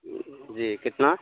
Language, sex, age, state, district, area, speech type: Urdu, male, 18-30, Bihar, Araria, rural, conversation